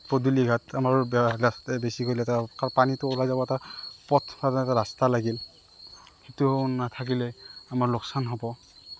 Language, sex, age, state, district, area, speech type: Assamese, male, 30-45, Assam, Morigaon, rural, spontaneous